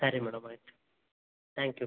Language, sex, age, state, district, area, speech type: Kannada, male, 18-30, Karnataka, Davanagere, rural, conversation